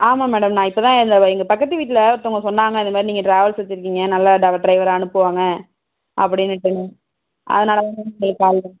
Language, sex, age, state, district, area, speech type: Tamil, female, 30-45, Tamil Nadu, Tiruvarur, rural, conversation